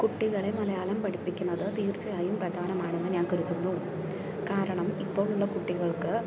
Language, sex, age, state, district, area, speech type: Malayalam, female, 18-30, Kerala, Palakkad, rural, spontaneous